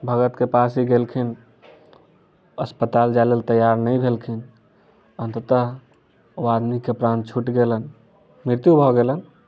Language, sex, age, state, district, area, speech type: Maithili, male, 18-30, Bihar, Muzaffarpur, rural, spontaneous